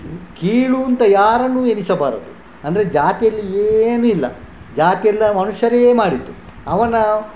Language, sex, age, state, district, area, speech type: Kannada, male, 60+, Karnataka, Udupi, rural, spontaneous